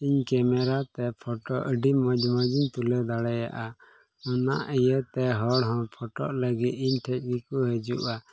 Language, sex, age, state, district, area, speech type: Santali, male, 18-30, Jharkhand, Pakur, rural, spontaneous